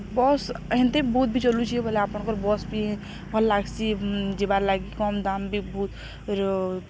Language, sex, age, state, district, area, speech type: Odia, female, 30-45, Odisha, Balangir, urban, spontaneous